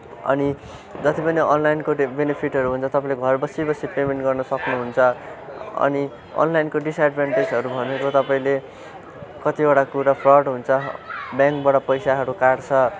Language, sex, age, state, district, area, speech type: Nepali, male, 18-30, West Bengal, Kalimpong, rural, spontaneous